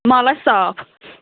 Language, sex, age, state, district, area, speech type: Kashmiri, female, 30-45, Jammu and Kashmir, Anantnag, rural, conversation